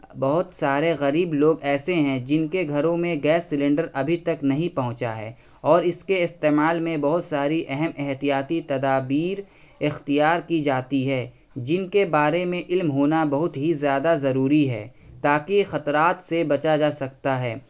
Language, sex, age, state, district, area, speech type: Urdu, male, 30-45, Bihar, Araria, rural, spontaneous